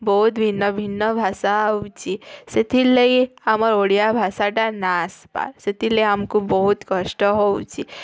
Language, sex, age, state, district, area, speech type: Odia, female, 18-30, Odisha, Bargarh, urban, spontaneous